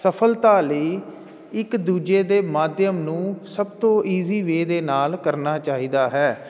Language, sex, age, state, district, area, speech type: Punjabi, male, 45-60, Punjab, Jalandhar, urban, spontaneous